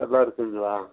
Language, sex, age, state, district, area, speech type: Tamil, male, 45-60, Tamil Nadu, Coimbatore, rural, conversation